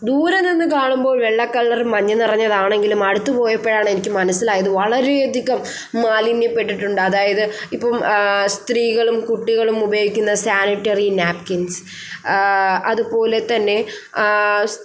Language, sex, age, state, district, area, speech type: Malayalam, female, 18-30, Kerala, Thiruvananthapuram, rural, spontaneous